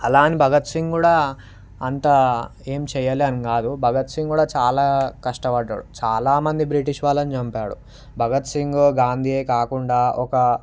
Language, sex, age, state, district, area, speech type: Telugu, male, 18-30, Telangana, Vikarabad, urban, spontaneous